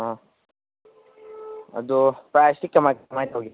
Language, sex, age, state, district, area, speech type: Manipuri, male, 18-30, Manipur, Kangpokpi, urban, conversation